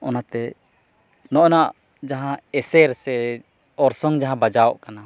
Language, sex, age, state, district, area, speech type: Santali, male, 30-45, Jharkhand, East Singhbhum, rural, spontaneous